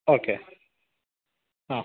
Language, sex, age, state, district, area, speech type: Kannada, male, 18-30, Karnataka, Shimoga, urban, conversation